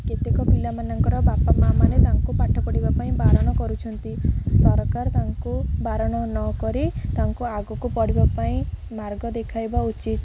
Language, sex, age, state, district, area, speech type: Odia, female, 18-30, Odisha, Jagatsinghpur, rural, spontaneous